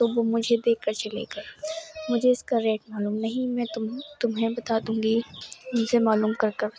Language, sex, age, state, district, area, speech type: Urdu, female, 18-30, Uttar Pradesh, Ghaziabad, urban, spontaneous